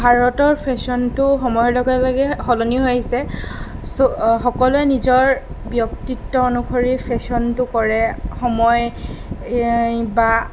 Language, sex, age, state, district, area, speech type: Assamese, female, 18-30, Assam, Darrang, rural, spontaneous